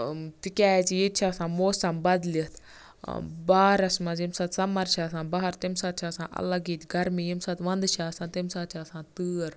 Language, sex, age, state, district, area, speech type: Kashmiri, female, 18-30, Jammu and Kashmir, Baramulla, rural, spontaneous